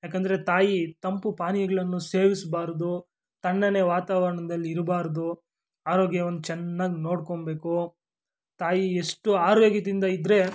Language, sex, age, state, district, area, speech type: Kannada, male, 18-30, Karnataka, Kolar, rural, spontaneous